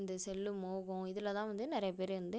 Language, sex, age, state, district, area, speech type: Tamil, female, 30-45, Tamil Nadu, Nagapattinam, rural, spontaneous